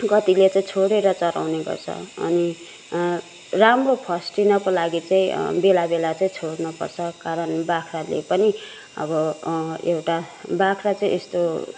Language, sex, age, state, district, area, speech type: Nepali, female, 60+, West Bengal, Kalimpong, rural, spontaneous